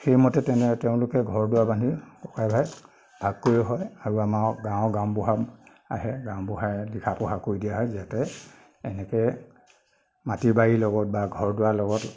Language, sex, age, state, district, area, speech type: Assamese, male, 30-45, Assam, Nagaon, rural, spontaneous